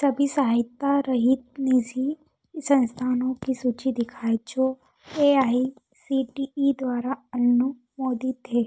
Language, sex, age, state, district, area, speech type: Hindi, female, 30-45, Madhya Pradesh, Ujjain, urban, read